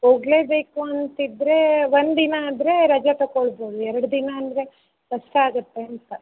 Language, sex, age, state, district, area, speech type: Kannada, female, 30-45, Karnataka, Uttara Kannada, rural, conversation